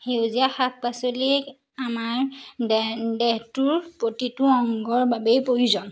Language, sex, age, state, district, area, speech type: Assamese, female, 18-30, Assam, Majuli, urban, spontaneous